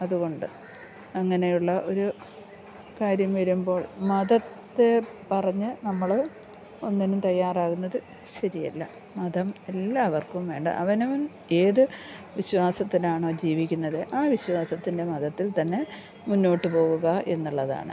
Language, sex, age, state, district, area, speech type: Malayalam, female, 45-60, Kerala, Thiruvananthapuram, urban, spontaneous